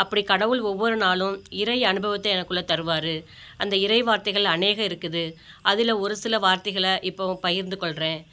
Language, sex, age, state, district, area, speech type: Tamil, female, 45-60, Tamil Nadu, Ariyalur, rural, spontaneous